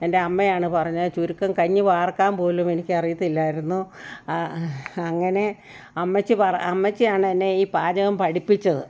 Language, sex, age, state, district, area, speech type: Malayalam, female, 60+, Kerala, Kottayam, rural, spontaneous